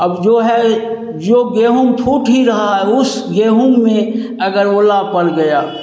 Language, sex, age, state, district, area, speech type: Hindi, male, 60+, Bihar, Begusarai, rural, spontaneous